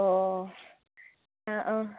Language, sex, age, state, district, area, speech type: Bodo, female, 18-30, Assam, Chirang, rural, conversation